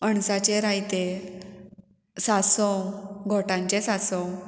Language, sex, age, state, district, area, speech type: Goan Konkani, female, 18-30, Goa, Murmgao, urban, spontaneous